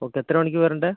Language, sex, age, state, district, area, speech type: Malayalam, male, 18-30, Kerala, Kozhikode, urban, conversation